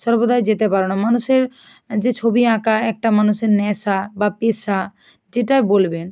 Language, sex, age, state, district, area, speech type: Bengali, female, 18-30, West Bengal, North 24 Parganas, rural, spontaneous